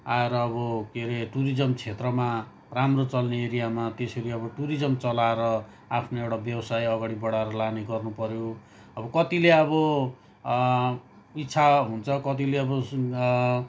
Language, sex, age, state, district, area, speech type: Nepali, male, 30-45, West Bengal, Kalimpong, rural, spontaneous